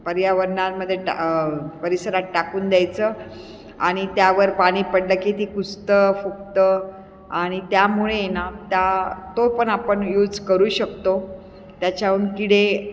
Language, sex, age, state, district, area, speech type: Marathi, female, 45-60, Maharashtra, Nashik, urban, spontaneous